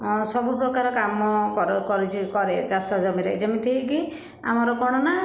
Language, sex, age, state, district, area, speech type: Odia, female, 60+, Odisha, Bhadrak, rural, spontaneous